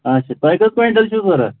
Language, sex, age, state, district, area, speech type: Kashmiri, male, 18-30, Jammu and Kashmir, Kulgam, rural, conversation